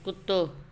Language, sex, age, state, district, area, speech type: Sindhi, female, 60+, Delhi, South Delhi, urban, read